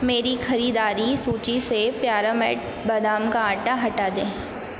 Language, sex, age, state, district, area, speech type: Hindi, female, 18-30, Madhya Pradesh, Hoshangabad, rural, read